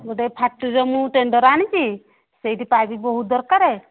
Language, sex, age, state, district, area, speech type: Odia, female, 60+, Odisha, Jharsuguda, rural, conversation